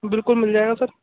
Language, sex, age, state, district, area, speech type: Hindi, male, 18-30, Rajasthan, Bharatpur, urban, conversation